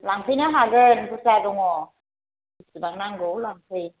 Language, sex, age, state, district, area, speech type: Bodo, female, 60+, Assam, Chirang, rural, conversation